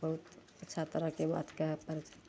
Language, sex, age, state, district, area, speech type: Maithili, female, 45-60, Bihar, Madhepura, rural, spontaneous